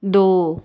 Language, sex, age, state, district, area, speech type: Punjabi, female, 18-30, Punjab, Hoshiarpur, rural, read